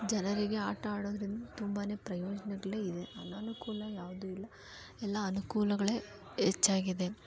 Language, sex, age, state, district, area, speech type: Kannada, female, 18-30, Karnataka, Kolar, urban, spontaneous